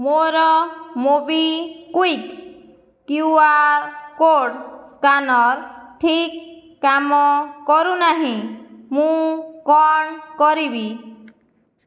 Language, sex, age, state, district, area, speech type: Odia, female, 30-45, Odisha, Jajpur, rural, read